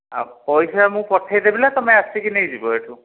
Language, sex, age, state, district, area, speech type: Odia, male, 45-60, Odisha, Dhenkanal, rural, conversation